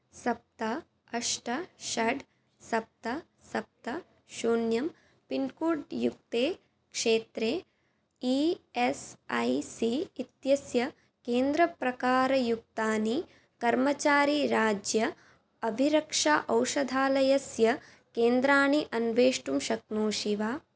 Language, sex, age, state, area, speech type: Sanskrit, female, 18-30, Assam, rural, read